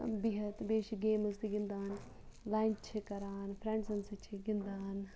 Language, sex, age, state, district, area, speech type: Kashmiri, female, 30-45, Jammu and Kashmir, Ganderbal, rural, spontaneous